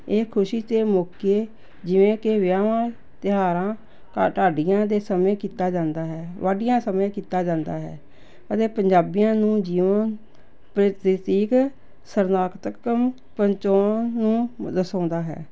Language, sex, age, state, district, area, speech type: Punjabi, female, 60+, Punjab, Jalandhar, urban, spontaneous